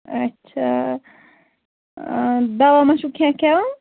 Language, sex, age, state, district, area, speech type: Kashmiri, female, 30-45, Jammu and Kashmir, Shopian, urban, conversation